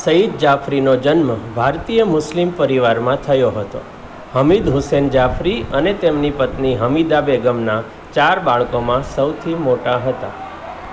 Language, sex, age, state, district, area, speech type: Gujarati, male, 45-60, Gujarat, Surat, urban, read